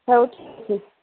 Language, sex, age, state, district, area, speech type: Odia, female, 30-45, Odisha, Sambalpur, rural, conversation